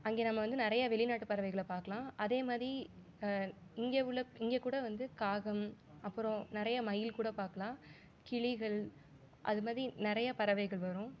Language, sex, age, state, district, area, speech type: Tamil, female, 18-30, Tamil Nadu, Sivaganga, rural, spontaneous